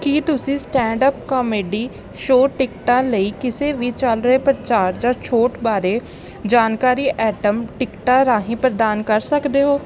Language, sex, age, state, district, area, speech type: Punjabi, female, 18-30, Punjab, Ludhiana, urban, read